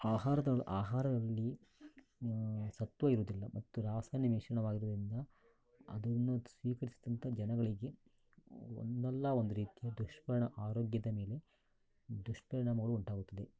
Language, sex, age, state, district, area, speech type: Kannada, male, 60+, Karnataka, Shimoga, rural, spontaneous